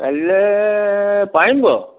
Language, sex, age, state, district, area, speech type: Assamese, male, 60+, Assam, Majuli, urban, conversation